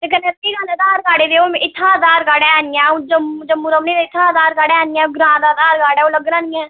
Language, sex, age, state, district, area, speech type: Dogri, female, 30-45, Jammu and Kashmir, Udhampur, urban, conversation